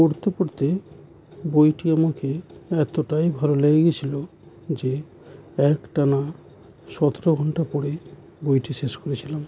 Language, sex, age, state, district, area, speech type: Bengali, male, 30-45, West Bengal, Howrah, urban, spontaneous